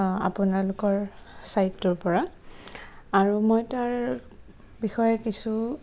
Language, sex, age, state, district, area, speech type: Assamese, female, 18-30, Assam, Nagaon, rural, spontaneous